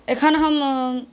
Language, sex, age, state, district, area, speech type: Maithili, female, 18-30, Bihar, Saharsa, rural, spontaneous